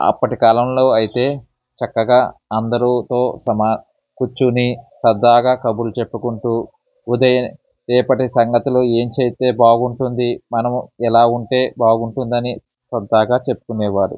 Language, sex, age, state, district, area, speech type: Telugu, male, 45-60, Andhra Pradesh, Eluru, rural, spontaneous